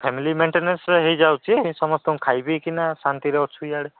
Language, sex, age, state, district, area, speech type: Odia, male, 45-60, Odisha, Nabarangpur, rural, conversation